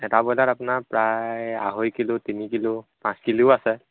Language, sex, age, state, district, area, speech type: Assamese, male, 18-30, Assam, Majuli, urban, conversation